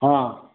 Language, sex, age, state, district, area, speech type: Marathi, male, 60+, Maharashtra, Satara, rural, conversation